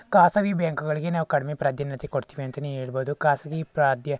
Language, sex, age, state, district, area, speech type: Kannada, male, 60+, Karnataka, Tumkur, rural, spontaneous